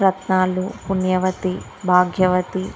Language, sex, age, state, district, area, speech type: Telugu, female, 18-30, Telangana, Karimnagar, rural, spontaneous